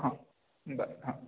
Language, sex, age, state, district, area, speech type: Marathi, male, 18-30, Maharashtra, Kolhapur, urban, conversation